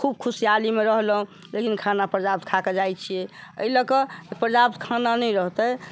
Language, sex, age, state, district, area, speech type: Maithili, female, 60+, Bihar, Sitamarhi, urban, spontaneous